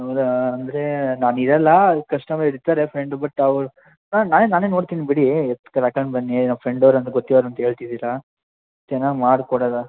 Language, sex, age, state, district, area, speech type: Kannada, male, 18-30, Karnataka, Mysore, rural, conversation